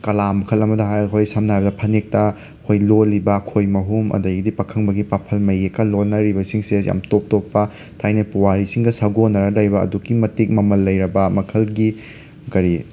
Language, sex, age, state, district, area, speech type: Manipuri, male, 30-45, Manipur, Imphal West, urban, spontaneous